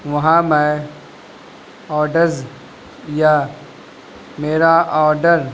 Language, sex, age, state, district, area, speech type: Urdu, male, 18-30, Bihar, Gaya, rural, spontaneous